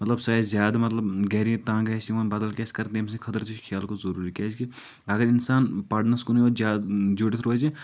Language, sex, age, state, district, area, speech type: Kashmiri, male, 18-30, Jammu and Kashmir, Kulgam, rural, spontaneous